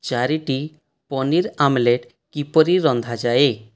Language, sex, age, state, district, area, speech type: Odia, male, 18-30, Odisha, Boudh, rural, read